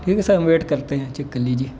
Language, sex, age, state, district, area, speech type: Urdu, male, 18-30, Uttar Pradesh, Muzaffarnagar, urban, spontaneous